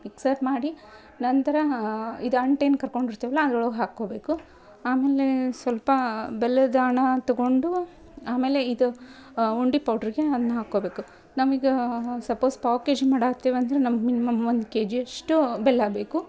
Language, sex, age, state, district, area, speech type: Kannada, female, 30-45, Karnataka, Dharwad, rural, spontaneous